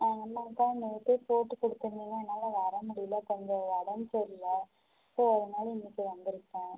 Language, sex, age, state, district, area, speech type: Tamil, female, 18-30, Tamil Nadu, Tiruppur, rural, conversation